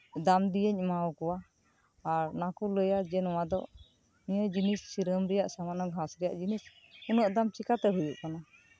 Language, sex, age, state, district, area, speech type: Santali, female, 30-45, West Bengal, Birbhum, rural, spontaneous